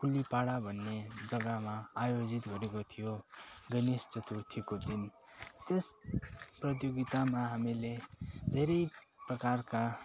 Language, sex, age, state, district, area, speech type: Nepali, male, 18-30, West Bengal, Darjeeling, urban, spontaneous